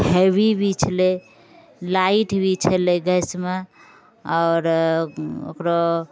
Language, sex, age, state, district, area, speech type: Maithili, female, 45-60, Bihar, Purnia, rural, spontaneous